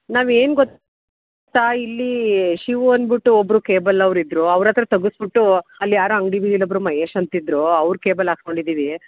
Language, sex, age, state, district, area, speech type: Kannada, female, 30-45, Karnataka, Mandya, rural, conversation